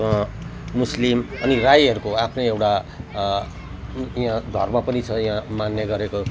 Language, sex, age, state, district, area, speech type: Nepali, male, 45-60, West Bengal, Jalpaiguri, urban, spontaneous